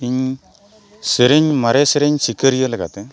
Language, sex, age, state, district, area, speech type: Santali, male, 45-60, Odisha, Mayurbhanj, rural, spontaneous